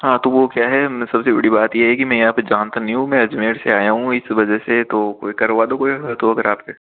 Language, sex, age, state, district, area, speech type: Hindi, male, 18-30, Rajasthan, Jaipur, urban, conversation